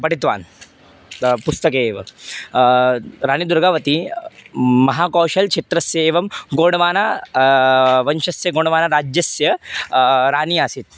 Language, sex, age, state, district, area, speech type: Sanskrit, male, 18-30, Madhya Pradesh, Chhindwara, urban, spontaneous